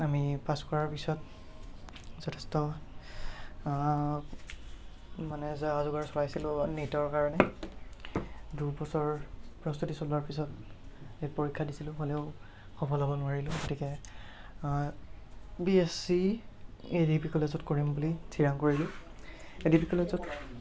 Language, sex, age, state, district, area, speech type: Assamese, male, 18-30, Assam, Kamrup Metropolitan, rural, spontaneous